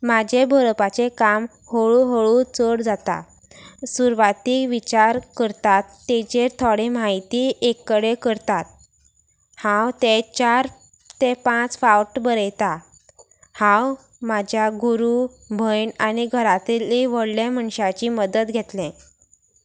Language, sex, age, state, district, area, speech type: Goan Konkani, female, 18-30, Goa, Sanguem, rural, spontaneous